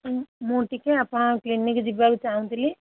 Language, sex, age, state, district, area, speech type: Odia, female, 60+, Odisha, Jharsuguda, rural, conversation